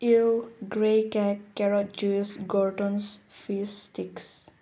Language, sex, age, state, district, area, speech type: Manipuri, female, 18-30, Manipur, Chandel, rural, spontaneous